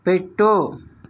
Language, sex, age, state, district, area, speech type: Telugu, male, 45-60, Andhra Pradesh, Vizianagaram, rural, read